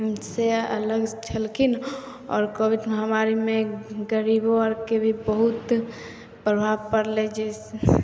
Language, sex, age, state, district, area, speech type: Maithili, female, 18-30, Bihar, Samastipur, urban, spontaneous